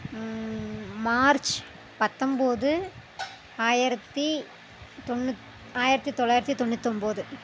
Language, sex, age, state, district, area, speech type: Tamil, female, 30-45, Tamil Nadu, Mayiladuthurai, urban, spontaneous